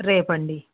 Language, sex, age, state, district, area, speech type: Telugu, female, 45-60, Andhra Pradesh, Bapatla, urban, conversation